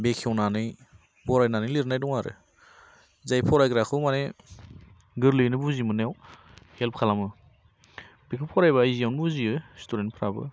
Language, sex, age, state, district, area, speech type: Bodo, male, 18-30, Assam, Baksa, rural, spontaneous